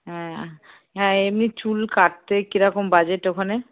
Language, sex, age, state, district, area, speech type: Bengali, female, 30-45, West Bengal, Darjeeling, rural, conversation